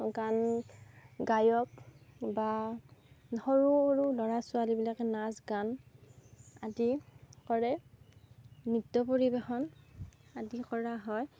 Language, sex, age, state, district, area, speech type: Assamese, female, 30-45, Assam, Darrang, rural, spontaneous